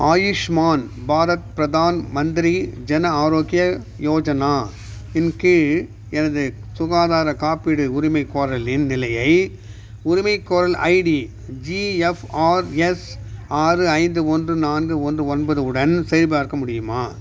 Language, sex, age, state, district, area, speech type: Tamil, male, 60+, Tamil Nadu, Viluppuram, rural, read